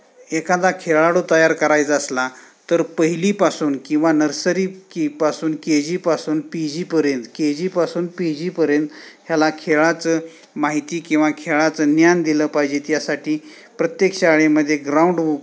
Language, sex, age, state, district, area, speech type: Marathi, male, 30-45, Maharashtra, Sangli, urban, spontaneous